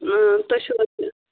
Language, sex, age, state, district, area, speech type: Kashmiri, female, 30-45, Jammu and Kashmir, Bandipora, rural, conversation